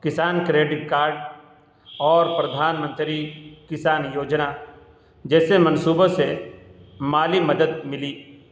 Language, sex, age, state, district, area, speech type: Urdu, male, 45-60, Bihar, Gaya, urban, spontaneous